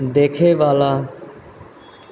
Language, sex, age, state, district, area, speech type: Maithili, female, 30-45, Bihar, Purnia, rural, read